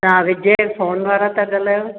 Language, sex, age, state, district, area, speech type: Sindhi, female, 30-45, Gujarat, Junagadh, rural, conversation